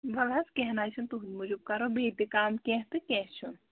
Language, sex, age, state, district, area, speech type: Kashmiri, female, 18-30, Jammu and Kashmir, Pulwama, rural, conversation